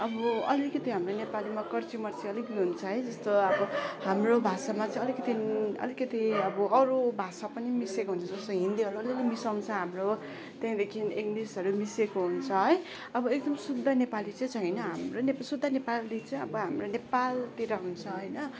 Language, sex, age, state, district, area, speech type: Nepali, female, 18-30, West Bengal, Kalimpong, rural, spontaneous